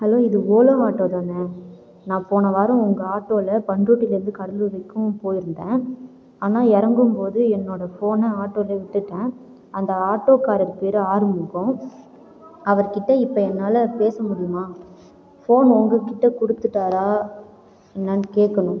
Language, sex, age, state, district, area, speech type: Tamil, female, 18-30, Tamil Nadu, Cuddalore, rural, spontaneous